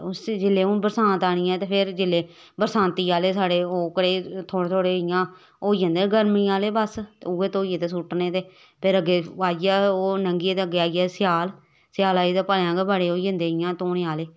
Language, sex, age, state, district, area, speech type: Dogri, female, 30-45, Jammu and Kashmir, Samba, urban, spontaneous